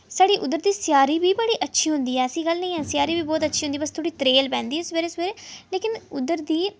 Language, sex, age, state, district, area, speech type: Dogri, female, 30-45, Jammu and Kashmir, Udhampur, urban, spontaneous